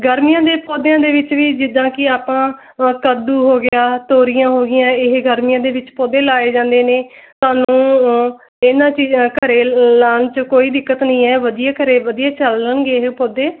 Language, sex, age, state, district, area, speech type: Punjabi, female, 30-45, Punjab, Muktsar, urban, conversation